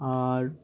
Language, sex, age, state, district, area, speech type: Bengali, male, 18-30, West Bengal, Uttar Dinajpur, urban, spontaneous